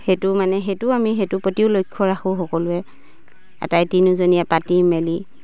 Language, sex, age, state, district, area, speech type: Assamese, female, 30-45, Assam, Dibrugarh, rural, spontaneous